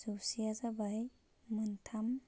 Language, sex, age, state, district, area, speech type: Bodo, female, 18-30, Assam, Baksa, rural, spontaneous